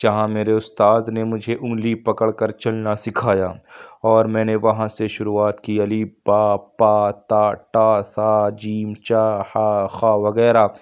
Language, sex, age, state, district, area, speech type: Urdu, male, 18-30, Uttar Pradesh, Lucknow, rural, spontaneous